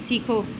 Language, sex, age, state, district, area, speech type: Hindi, female, 30-45, Uttar Pradesh, Mau, rural, read